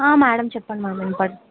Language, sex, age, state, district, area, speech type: Telugu, female, 30-45, Telangana, Ranga Reddy, rural, conversation